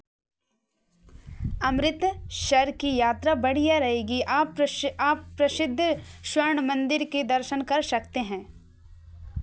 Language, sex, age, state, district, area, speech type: Hindi, female, 18-30, Madhya Pradesh, Seoni, urban, read